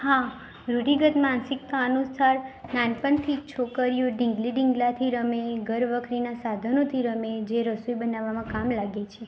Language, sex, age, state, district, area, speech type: Gujarati, female, 18-30, Gujarat, Mehsana, rural, spontaneous